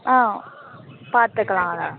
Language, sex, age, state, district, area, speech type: Tamil, female, 18-30, Tamil Nadu, Thanjavur, urban, conversation